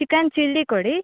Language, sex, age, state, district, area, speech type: Kannada, female, 30-45, Karnataka, Uttara Kannada, rural, conversation